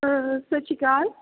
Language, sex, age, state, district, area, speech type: Punjabi, female, 18-30, Punjab, Tarn Taran, rural, conversation